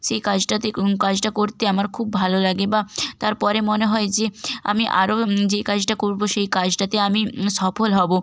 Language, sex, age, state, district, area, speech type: Bengali, female, 18-30, West Bengal, North 24 Parganas, rural, spontaneous